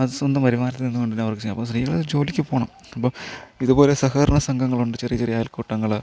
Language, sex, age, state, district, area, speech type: Malayalam, male, 30-45, Kerala, Thiruvananthapuram, rural, spontaneous